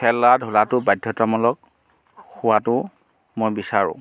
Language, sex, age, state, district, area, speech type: Assamese, male, 45-60, Assam, Golaghat, urban, spontaneous